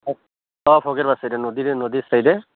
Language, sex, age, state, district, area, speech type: Assamese, male, 30-45, Assam, Barpeta, rural, conversation